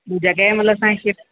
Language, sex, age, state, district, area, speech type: Sindhi, female, 45-60, Maharashtra, Thane, urban, conversation